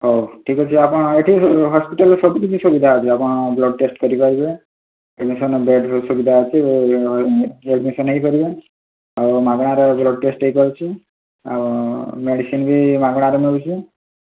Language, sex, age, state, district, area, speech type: Odia, male, 30-45, Odisha, Mayurbhanj, rural, conversation